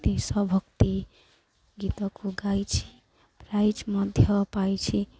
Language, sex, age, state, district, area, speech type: Odia, female, 18-30, Odisha, Nuapada, urban, spontaneous